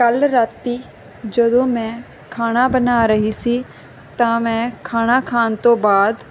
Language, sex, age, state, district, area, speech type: Punjabi, female, 30-45, Punjab, Barnala, rural, spontaneous